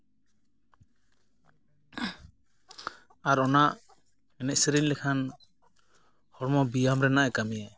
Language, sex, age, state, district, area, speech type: Santali, male, 30-45, West Bengal, Jhargram, rural, spontaneous